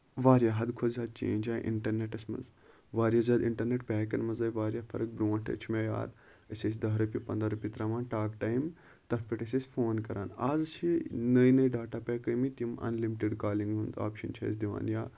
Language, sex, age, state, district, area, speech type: Kashmiri, male, 30-45, Jammu and Kashmir, Kulgam, rural, spontaneous